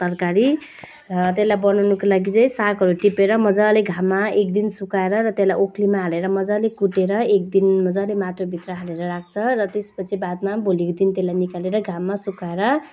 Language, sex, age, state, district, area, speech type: Nepali, female, 30-45, West Bengal, Jalpaiguri, rural, spontaneous